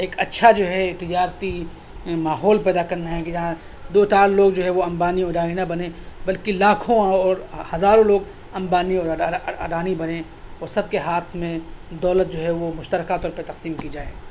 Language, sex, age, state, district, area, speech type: Urdu, male, 30-45, Delhi, South Delhi, urban, spontaneous